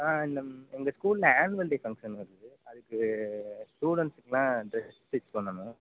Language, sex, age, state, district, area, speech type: Tamil, male, 18-30, Tamil Nadu, Pudukkottai, rural, conversation